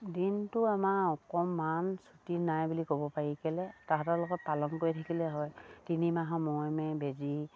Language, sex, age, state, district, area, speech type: Assamese, female, 45-60, Assam, Dibrugarh, rural, spontaneous